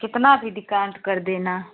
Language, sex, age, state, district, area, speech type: Hindi, female, 45-60, Uttar Pradesh, Prayagraj, rural, conversation